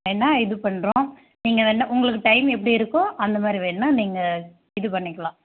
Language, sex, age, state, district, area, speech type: Tamil, female, 18-30, Tamil Nadu, Dharmapuri, rural, conversation